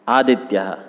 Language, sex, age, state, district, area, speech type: Sanskrit, male, 18-30, Kerala, Kasaragod, rural, spontaneous